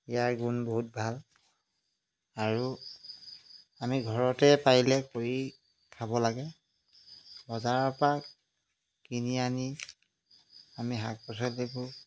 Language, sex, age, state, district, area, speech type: Assamese, male, 30-45, Assam, Jorhat, urban, spontaneous